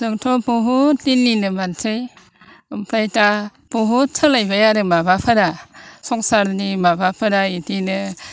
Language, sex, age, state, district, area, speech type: Bodo, female, 60+, Assam, Chirang, rural, spontaneous